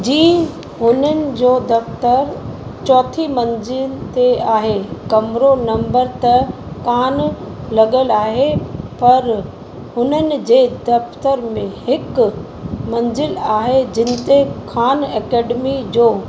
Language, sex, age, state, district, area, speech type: Sindhi, female, 45-60, Uttar Pradesh, Lucknow, rural, read